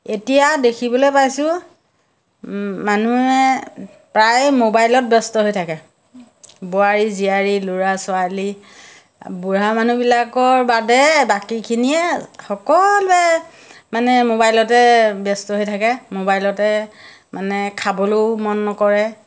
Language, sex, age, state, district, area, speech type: Assamese, female, 60+, Assam, Majuli, urban, spontaneous